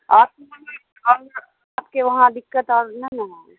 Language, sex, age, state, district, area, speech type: Urdu, female, 60+, Bihar, Khagaria, rural, conversation